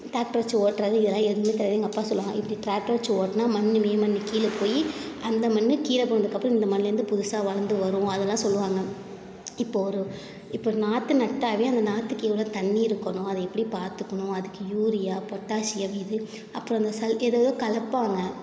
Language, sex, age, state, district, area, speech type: Tamil, female, 18-30, Tamil Nadu, Thanjavur, urban, spontaneous